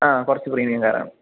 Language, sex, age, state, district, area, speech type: Malayalam, male, 18-30, Kerala, Idukki, rural, conversation